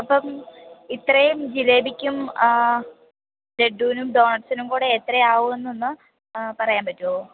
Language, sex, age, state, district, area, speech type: Malayalam, female, 18-30, Kerala, Idukki, rural, conversation